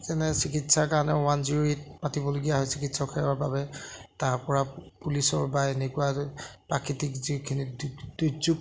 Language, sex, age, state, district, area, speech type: Assamese, male, 30-45, Assam, Jorhat, urban, spontaneous